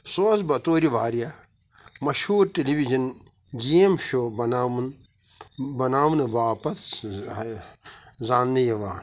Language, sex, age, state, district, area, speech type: Kashmiri, male, 45-60, Jammu and Kashmir, Pulwama, rural, read